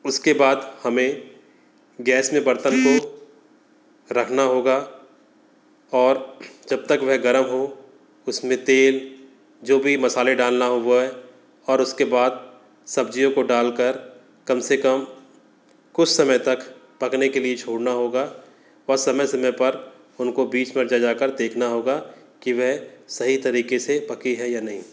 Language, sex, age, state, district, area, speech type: Hindi, male, 30-45, Madhya Pradesh, Katni, urban, spontaneous